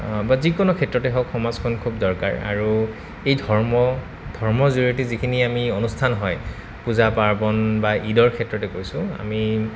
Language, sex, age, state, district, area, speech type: Assamese, male, 30-45, Assam, Goalpara, urban, spontaneous